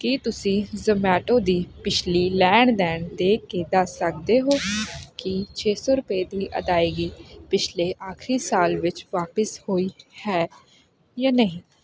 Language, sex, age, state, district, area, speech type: Punjabi, female, 18-30, Punjab, Hoshiarpur, rural, read